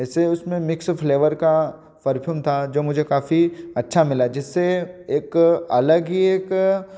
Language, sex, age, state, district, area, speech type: Hindi, male, 18-30, Madhya Pradesh, Ujjain, rural, spontaneous